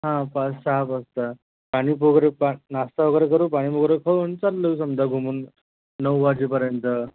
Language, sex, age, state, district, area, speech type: Marathi, male, 30-45, Maharashtra, Akola, rural, conversation